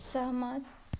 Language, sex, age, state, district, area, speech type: Nepali, female, 18-30, West Bengal, Darjeeling, rural, read